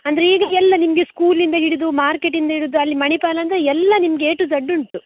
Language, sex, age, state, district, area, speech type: Kannada, female, 18-30, Karnataka, Udupi, rural, conversation